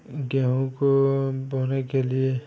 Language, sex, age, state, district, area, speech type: Hindi, male, 18-30, Uttar Pradesh, Ghazipur, rural, spontaneous